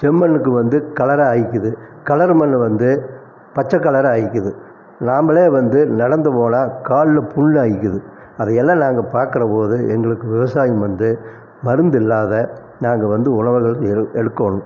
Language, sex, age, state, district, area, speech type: Tamil, male, 60+, Tamil Nadu, Erode, urban, spontaneous